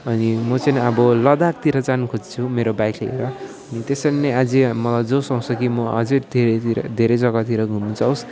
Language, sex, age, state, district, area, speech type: Nepali, male, 18-30, West Bengal, Alipurduar, urban, spontaneous